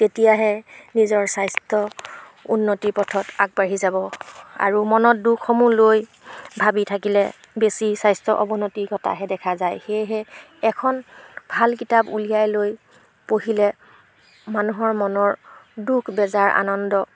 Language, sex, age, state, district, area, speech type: Assamese, female, 45-60, Assam, Golaghat, rural, spontaneous